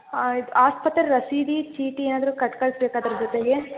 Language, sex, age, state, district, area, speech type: Kannada, female, 18-30, Karnataka, Chitradurga, urban, conversation